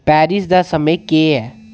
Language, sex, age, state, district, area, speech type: Dogri, male, 30-45, Jammu and Kashmir, Udhampur, rural, read